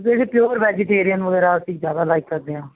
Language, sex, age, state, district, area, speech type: Punjabi, female, 60+, Punjab, Fazilka, rural, conversation